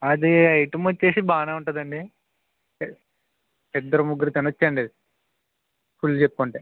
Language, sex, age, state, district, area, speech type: Telugu, male, 18-30, Andhra Pradesh, West Godavari, rural, conversation